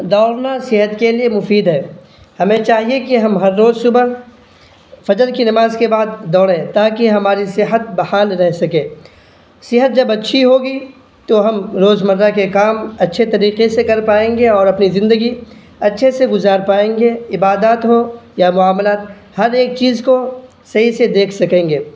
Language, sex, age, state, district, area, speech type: Urdu, male, 18-30, Bihar, Purnia, rural, spontaneous